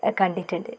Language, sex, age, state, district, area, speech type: Malayalam, female, 30-45, Kerala, Kannur, rural, spontaneous